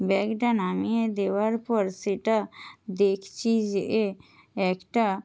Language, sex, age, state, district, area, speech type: Bengali, female, 60+, West Bengal, Jhargram, rural, spontaneous